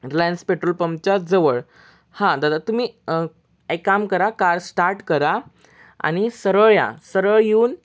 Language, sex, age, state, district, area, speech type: Marathi, male, 18-30, Maharashtra, Sangli, urban, spontaneous